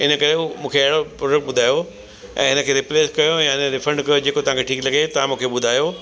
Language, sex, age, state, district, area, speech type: Sindhi, male, 60+, Delhi, South Delhi, urban, spontaneous